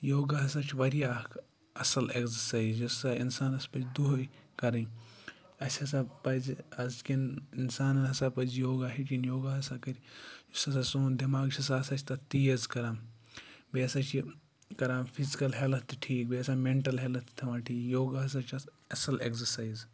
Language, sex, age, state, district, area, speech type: Kashmiri, male, 45-60, Jammu and Kashmir, Ganderbal, rural, spontaneous